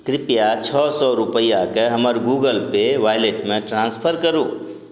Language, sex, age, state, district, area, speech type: Maithili, male, 60+, Bihar, Madhubani, rural, read